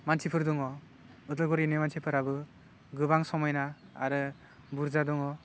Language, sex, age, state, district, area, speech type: Bodo, male, 18-30, Assam, Udalguri, urban, spontaneous